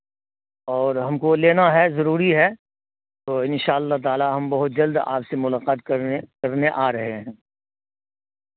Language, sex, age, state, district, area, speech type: Urdu, male, 45-60, Bihar, Araria, rural, conversation